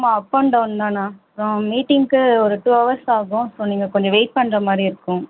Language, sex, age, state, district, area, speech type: Tamil, female, 45-60, Tamil Nadu, Ariyalur, rural, conversation